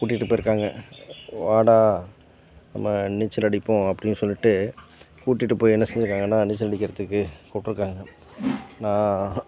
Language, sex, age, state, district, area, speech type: Tamil, male, 60+, Tamil Nadu, Nagapattinam, rural, spontaneous